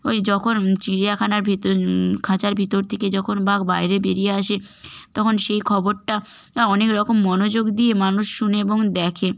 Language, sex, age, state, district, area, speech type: Bengali, female, 18-30, West Bengal, North 24 Parganas, rural, spontaneous